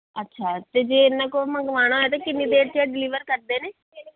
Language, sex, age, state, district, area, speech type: Punjabi, female, 18-30, Punjab, Pathankot, urban, conversation